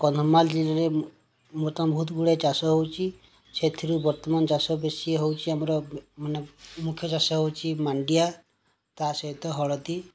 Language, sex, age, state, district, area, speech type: Odia, male, 30-45, Odisha, Kandhamal, rural, spontaneous